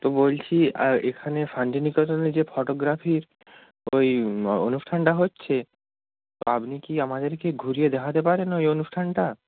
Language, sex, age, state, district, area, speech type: Bengali, male, 18-30, West Bengal, Bankura, rural, conversation